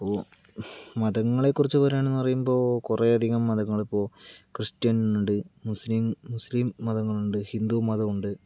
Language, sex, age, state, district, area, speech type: Malayalam, male, 18-30, Kerala, Palakkad, rural, spontaneous